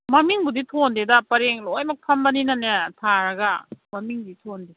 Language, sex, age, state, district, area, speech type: Manipuri, female, 45-60, Manipur, Imphal East, rural, conversation